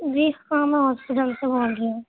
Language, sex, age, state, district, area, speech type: Urdu, female, 18-30, Delhi, Central Delhi, urban, conversation